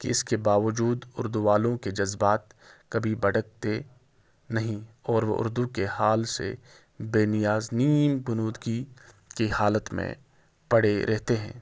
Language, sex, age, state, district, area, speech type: Urdu, male, 18-30, Jammu and Kashmir, Srinagar, rural, spontaneous